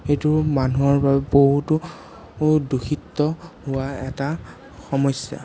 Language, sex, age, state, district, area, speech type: Assamese, male, 18-30, Assam, Sonitpur, rural, spontaneous